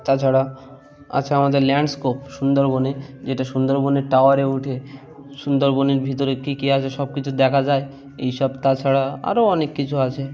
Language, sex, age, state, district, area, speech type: Bengali, male, 45-60, West Bengal, Birbhum, urban, spontaneous